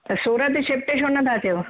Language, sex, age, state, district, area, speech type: Sindhi, female, 60+, Gujarat, Surat, urban, conversation